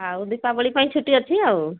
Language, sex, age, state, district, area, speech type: Odia, female, 45-60, Odisha, Angul, rural, conversation